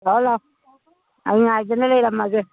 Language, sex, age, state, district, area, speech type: Manipuri, female, 60+, Manipur, Churachandpur, urban, conversation